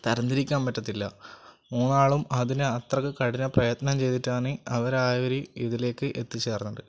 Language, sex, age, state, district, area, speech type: Malayalam, male, 18-30, Kerala, Wayanad, rural, spontaneous